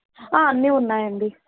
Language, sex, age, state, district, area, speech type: Telugu, female, 30-45, Andhra Pradesh, East Godavari, rural, conversation